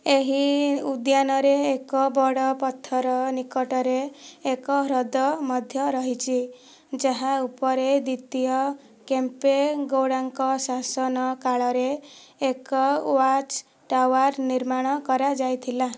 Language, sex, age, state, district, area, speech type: Odia, female, 18-30, Odisha, Kandhamal, rural, read